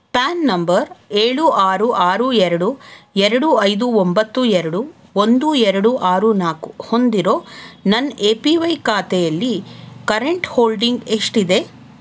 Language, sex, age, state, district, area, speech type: Kannada, female, 30-45, Karnataka, Davanagere, urban, read